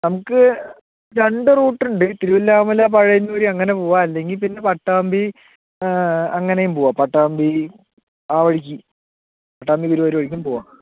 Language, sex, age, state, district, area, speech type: Malayalam, male, 30-45, Kerala, Palakkad, rural, conversation